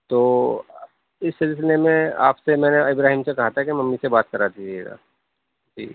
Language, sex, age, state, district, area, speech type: Urdu, male, 30-45, Delhi, Central Delhi, urban, conversation